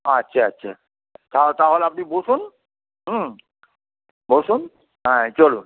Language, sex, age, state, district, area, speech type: Bengali, male, 60+, West Bengal, Hooghly, rural, conversation